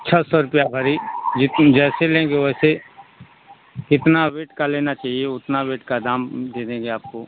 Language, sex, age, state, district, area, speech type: Hindi, male, 60+, Uttar Pradesh, Mau, urban, conversation